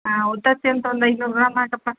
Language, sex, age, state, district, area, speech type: Kannada, female, 45-60, Karnataka, Koppal, urban, conversation